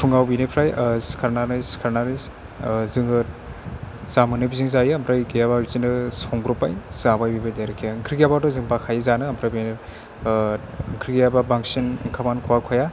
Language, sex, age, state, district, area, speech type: Bodo, male, 18-30, Assam, Chirang, rural, spontaneous